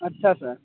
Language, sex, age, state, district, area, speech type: Hindi, male, 30-45, Uttar Pradesh, Azamgarh, rural, conversation